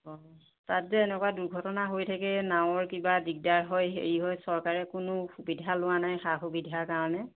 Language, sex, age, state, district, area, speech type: Assamese, female, 30-45, Assam, Jorhat, urban, conversation